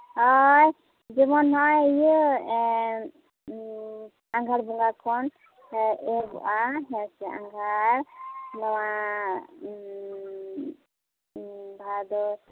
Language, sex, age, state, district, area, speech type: Santali, female, 30-45, Jharkhand, East Singhbhum, rural, conversation